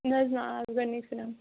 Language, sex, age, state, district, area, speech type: Kashmiri, female, 18-30, Jammu and Kashmir, Kupwara, rural, conversation